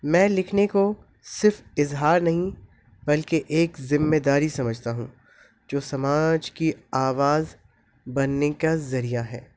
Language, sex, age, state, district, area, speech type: Urdu, male, 18-30, Delhi, North East Delhi, urban, spontaneous